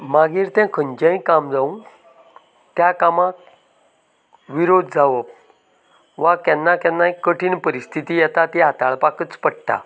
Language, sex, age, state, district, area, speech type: Goan Konkani, male, 45-60, Goa, Canacona, rural, spontaneous